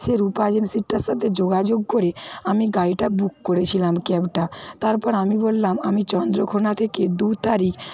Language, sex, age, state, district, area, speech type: Bengali, female, 60+, West Bengal, Paschim Medinipur, rural, spontaneous